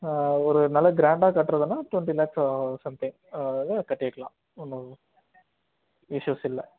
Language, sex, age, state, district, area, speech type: Tamil, male, 18-30, Tamil Nadu, Dharmapuri, rural, conversation